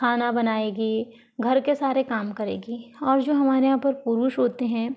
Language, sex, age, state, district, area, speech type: Hindi, female, 45-60, Madhya Pradesh, Balaghat, rural, spontaneous